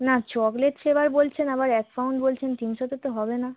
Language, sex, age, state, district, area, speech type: Bengali, female, 18-30, West Bengal, North 24 Parganas, urban, conversation